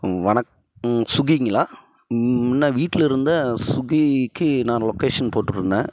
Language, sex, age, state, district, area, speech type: Tamil, female, 18-30, Tamil Nadu, Dharmapuri, urban, spontaneous